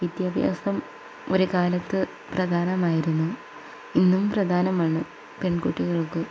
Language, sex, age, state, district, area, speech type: Malayalam, female, 18-30, Kerala, Palakkad, rural, spontaneous